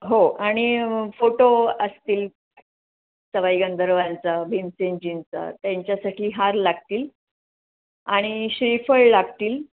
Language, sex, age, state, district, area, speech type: Marathi, female, 45-60, Maharashtra, Pune, urban, conversation